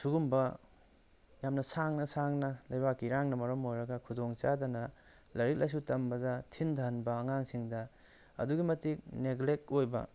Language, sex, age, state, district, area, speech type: Manipuri, male, 45-60, Manipur, Tengnoupal, rural, spontaneous